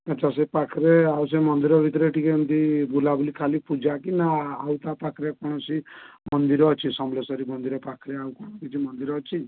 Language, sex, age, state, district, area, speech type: Odia, male, 30-45, Odisha, Balasore, rural, conversation